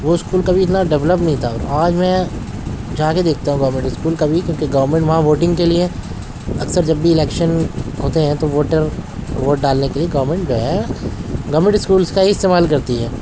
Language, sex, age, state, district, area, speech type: Urdu, male, 18-30, Delhi, Central Delhi, urban, spontaneous